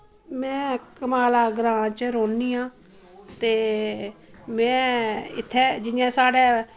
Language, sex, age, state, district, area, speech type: Dogri, female, 30-45, Jammu and Kashmir, Samba, rural, spontaneous